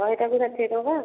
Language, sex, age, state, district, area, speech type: Odia, female, 60+, Odisha, Khordha, rural, conversation